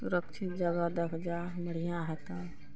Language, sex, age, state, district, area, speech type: Maithili, female, 45-60, Bihar, Araria, rural, spontaneous